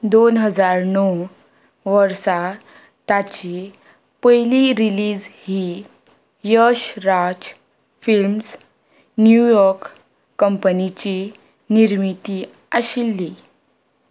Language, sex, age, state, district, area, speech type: Goan Konkani, female, 18-30, Goa, Ponda, rural, read